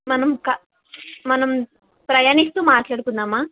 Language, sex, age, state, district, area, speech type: Telugu, female, 18-30, Andhra Pradesh, Krishna, urban, conversation